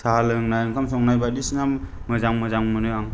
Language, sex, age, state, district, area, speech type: Bodo, male, 30-45, Assam, Kokrajhar, rural, spontaneous